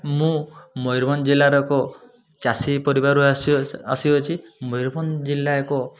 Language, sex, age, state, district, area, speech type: Odia, male, 30-45, Odisha, Mayurbhanj, rural, spontaneous